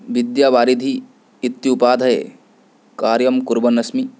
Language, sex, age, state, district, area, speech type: Sanskrit, male, 18-30, West Bengal, Paschim Medinipur, rural, spontaneous